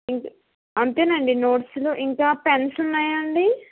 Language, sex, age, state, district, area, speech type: Telugu, female, 60+, Andhra Pradesh, Eluru, urban, conversation